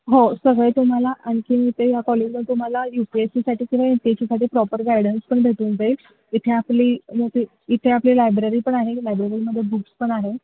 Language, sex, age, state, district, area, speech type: Marathi, female, 18-30, Maharashtra, Sangli, rural, conversation